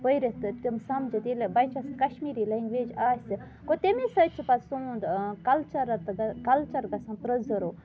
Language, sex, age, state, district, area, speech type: Kashmiri, female, 18-30, Jammu and Kashmir, Budgam, rural, spontaneous